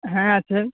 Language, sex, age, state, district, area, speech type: Bengali, male, 45-60, West Bengal, Uttar Dinajpur, urban, conversation